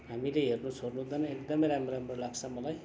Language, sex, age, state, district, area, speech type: Nepali, male, 45-60, West Bengal, Darjeeling, rural, spontaneous